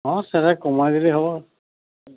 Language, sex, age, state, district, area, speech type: Bengali, male, 60+, West Bengal, Uttar Dinajpur, urban, conversation